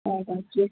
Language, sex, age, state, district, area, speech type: Hindi, female, 60+, Uttar Pradesh, Hardoi, rural, conversation